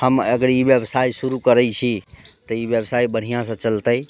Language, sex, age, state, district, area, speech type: Maithili, male, 30-45, Bihar, Muzaffarpur, rural, spontaneous